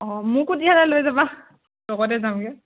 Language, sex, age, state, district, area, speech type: Assamese, female, 18-30, Assam, Charaideo, rural, conversation